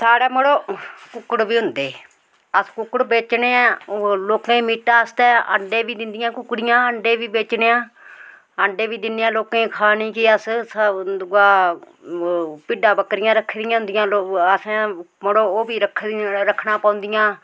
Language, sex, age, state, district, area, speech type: Dogri, female, 45-60, Jammu and Kashmir, Udhampur, rural, spontaneous